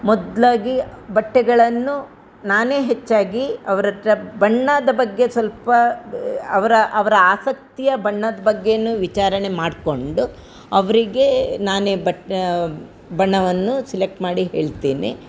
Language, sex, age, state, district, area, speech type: Kannada, female, 60+, Karnataka, Udupi, rural, spontaneous